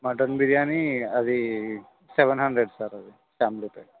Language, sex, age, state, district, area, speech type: Telugu, male, 18-30, Telangana, Khammam, urban, conversation